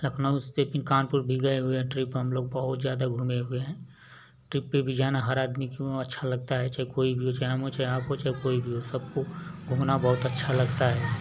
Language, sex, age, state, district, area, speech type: Hindi, male, 18-30, Uttar Pradesh, Ghazipur, rural, spontaneous